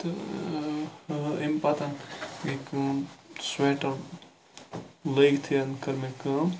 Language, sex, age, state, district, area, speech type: Kashmiri, male, 45-60, Jammu and Kashmir, Bandipora, rural, spontaneous